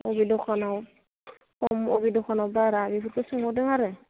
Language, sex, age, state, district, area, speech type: Bodo, female, 18-30, Assam, Udalguri, urban, conversation